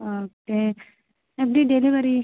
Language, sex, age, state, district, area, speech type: Tamil, female, 18-30, Tamil Nadu, Viluppuram, rural, conversation